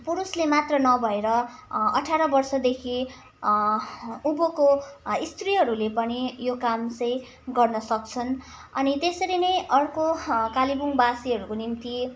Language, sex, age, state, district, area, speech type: Nepali, female, 18-30, West Bengal, Kalimpong, rural, spontaneous